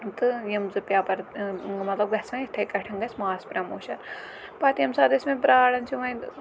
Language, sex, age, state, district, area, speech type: Kashmiri, female, 30-45, Jammu and Kashmir, Kulgam, rural, spontaneous